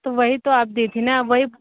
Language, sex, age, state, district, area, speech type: Hindi, female, 45-60, Uttar Pradesh, Sonbhadra, rural, conversation